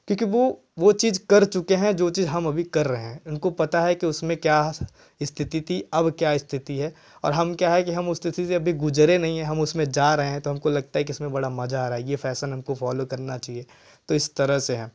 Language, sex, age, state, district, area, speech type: Hindi, male, 18-30, Uttar Pradesh, Jaunpur, rural, spontaneous